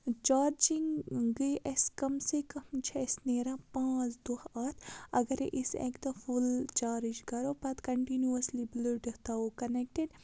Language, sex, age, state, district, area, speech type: Kashmiri, female, 18-30, Jammu and Kashmir, Baramulla, rural, spontaneous